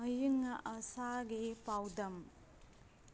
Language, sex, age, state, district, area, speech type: Manipuri, female, 30-45, Manipur, Kangpokpi, urban, read